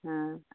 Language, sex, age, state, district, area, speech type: Bengali, female, 45-60, West Bengal, Cooch Behar, urban, conversation